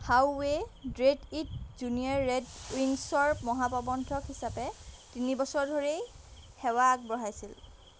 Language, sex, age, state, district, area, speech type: Assamese, female, 18-30, Assam, Golaghat, urban, read